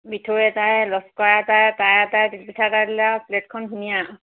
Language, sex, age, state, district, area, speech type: Assamese, female, 30-45, Assam, Charaideo, rural, conversation